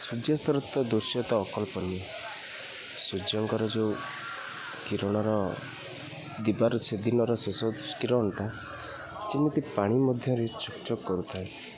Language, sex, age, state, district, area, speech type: Odia, male, 18-30, Odisha, Kendrapara, urban, spontaneous